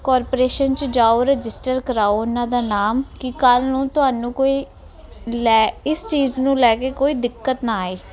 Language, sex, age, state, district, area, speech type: Punjabi, female, 30-45, Punjab, Ludhiana, urban, spontaneous